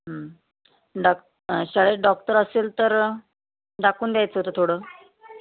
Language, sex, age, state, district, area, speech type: Marathi, female, 30-45, Maharashtra, Yavatmal, rural, conversation